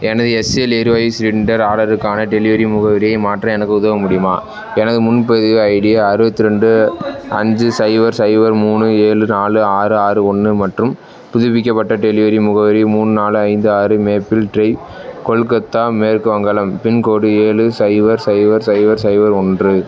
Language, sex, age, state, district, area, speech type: Tamil, male, 18-30, Tamil Nadu, Perambalur, urban, read